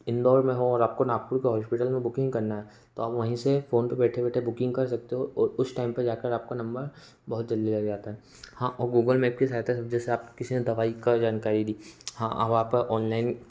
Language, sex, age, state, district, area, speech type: Hindi, male, 18-30, Madhya Pradesh, Betul, urban, spontaneous